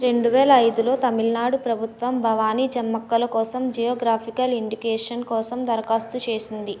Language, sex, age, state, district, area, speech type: Telugu, female, 18-30, Andhra Pradesh, Kakinada, urban, read